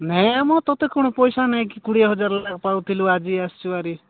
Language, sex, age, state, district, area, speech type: Odia, male, 45-60, Odisha, Nabarangpur, rural, conversation